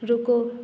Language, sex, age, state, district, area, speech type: Hindi, female, 18-30, Bihar, Vaishali, rural, read